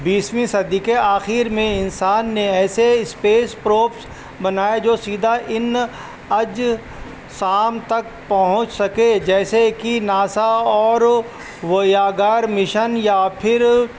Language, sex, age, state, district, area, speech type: Urdu, male, 45-60, Uttar Pradesh, Rampur, urban, spontaneous